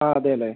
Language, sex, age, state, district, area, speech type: Malayalam, male, 18-30, Kerala, Kasaragod, rural, conversation